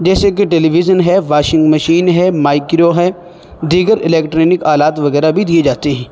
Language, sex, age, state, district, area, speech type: Urdu, male, 18-30, Uttar Pradesh, Saharanpur, urban, spontaneous